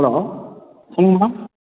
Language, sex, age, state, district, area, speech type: Tamil, male, 45-60, Tamil Nadu, Namakkal, rural, conversation